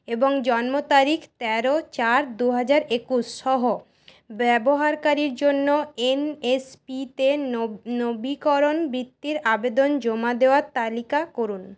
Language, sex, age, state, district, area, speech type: Bengali, female, 18-30, West Bengal, Paschim Bardhaman, urban, read